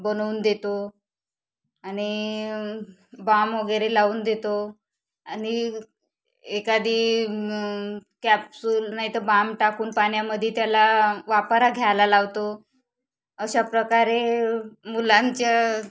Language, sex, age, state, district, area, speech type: Marathi, female, 30-45, Maharashtra, Wardha, rural, spontaneous